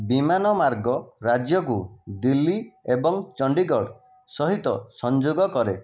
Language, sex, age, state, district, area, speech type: Odia, male, 60+, Odisha, Jajpur, rural, read